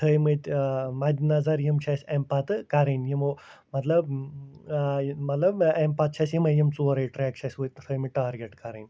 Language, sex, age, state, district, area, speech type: Kashmiri, male, 45-60, Jammu and Kashmir, Ganderbal, rural, spontaneous